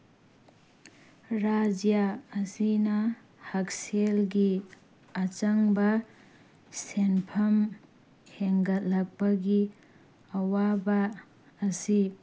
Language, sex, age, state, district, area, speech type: Manipuri, female, 18-30, Manipur, Tengnoupal, urban, spontaneous